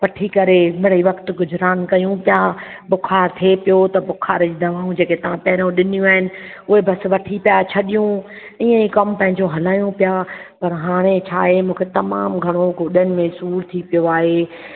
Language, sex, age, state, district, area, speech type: Sindhi, female, 45-60, Maharashtra, Thane, urban, conversation